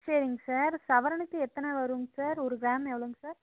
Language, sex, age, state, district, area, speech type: Tamil, female, 18-30, Tamil Nadu, Coimbatore, rural, conversation